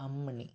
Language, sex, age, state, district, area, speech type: Malayalam, male, 18-30, Kerala, Kottayam, rural, spontaneous